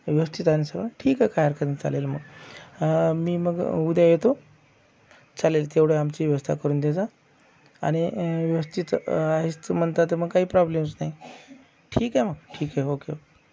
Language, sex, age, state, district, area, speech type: Marathi, male, 45-60, Maharashtra, Akola, rural, spontaneous